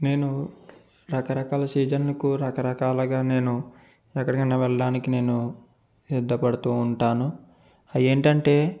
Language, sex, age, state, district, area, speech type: Telugu, male, 30-45, Andhra Pradesh, East Godavari, rural, spontaneous